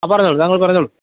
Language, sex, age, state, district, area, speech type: Malayalam, male, 30-45, Kerala, Alappuzha, urban, conversation